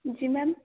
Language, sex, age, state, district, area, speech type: Hindi, female, 18-30, Madhya Pradesh, Harda, urban, conversation